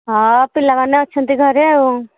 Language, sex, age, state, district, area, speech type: Odia, female, 30-45, Odisha, Nayagarh, rural, conversation